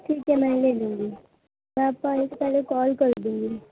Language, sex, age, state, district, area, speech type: Urdu, female, 30-45, Delhi, Central Delhi, urban, conversation